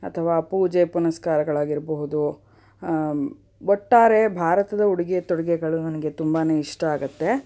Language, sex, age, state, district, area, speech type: Kannada, female, 30-45, Karnataka, Davanagere, urban, spontaneous